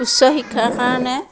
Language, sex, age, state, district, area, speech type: Assamese, female, 60+, Assam, Darrang, rural, spontaneous